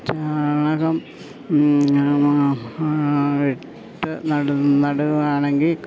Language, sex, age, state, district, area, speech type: Malayalam, female, 60+, Kerala, Idukki, rural, spontaneous